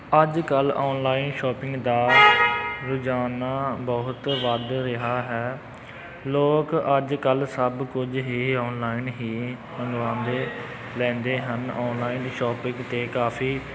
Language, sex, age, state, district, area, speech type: Punjabi, male, 18-30, Punjab, Amritsar, rural, spontaneous